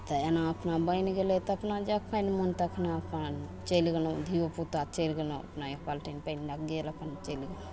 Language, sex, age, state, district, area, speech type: Maithili, female, 45-60, Bihar, Begusarai, rural, spontaneous